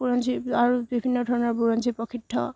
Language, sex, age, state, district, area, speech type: Assamese, female, 18-30, Assam, Charaideo, rural, spontaneous